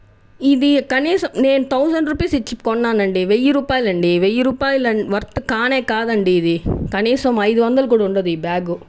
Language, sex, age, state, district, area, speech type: Telugu, female, 18-30, Andhra Pradesh, Annamaya, urban, spontaneous